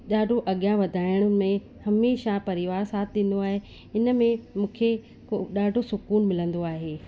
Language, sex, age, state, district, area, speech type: Sindhi, female, 30-45, Rajasthan, Ajmer, urban, spontaneous